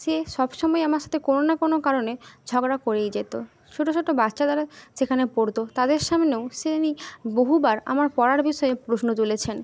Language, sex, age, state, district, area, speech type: Bengali, female, 30-45, West Bengal, Jhargram, rural, spontaneous